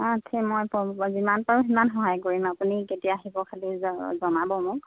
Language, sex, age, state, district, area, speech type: Assamese, female, 30-45, Assam, Jorhat, urban, conversation